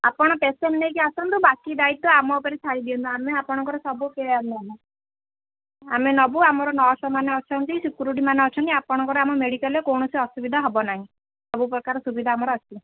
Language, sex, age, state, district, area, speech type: Odia, female, 30-45, Odisha, Sambalpur, rural, conversation